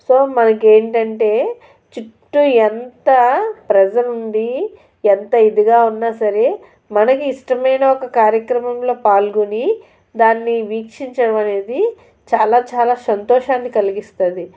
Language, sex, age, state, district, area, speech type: Telugu, female, 30-45, Andhra Pradesh, Anakapalli, urban, spontaneous